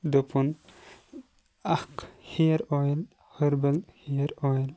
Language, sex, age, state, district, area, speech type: Kashmiri, male, 30-45, Jammu and Kashmir, Kupwara, rural, spontaneous